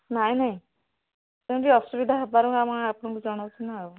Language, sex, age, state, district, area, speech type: Odia, female, 45-60, Odisha, Nayagarh, rural, conversation